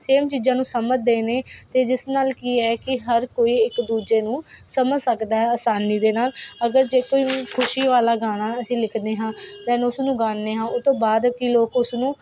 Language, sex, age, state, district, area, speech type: Punjabi, female, 18-30, Punjab, Faridkot, urban, spontaneous